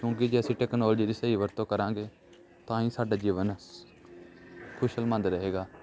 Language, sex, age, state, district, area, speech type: Punjabi, male, 18-30, Punjab, Gurdaspur, rural, spontaneous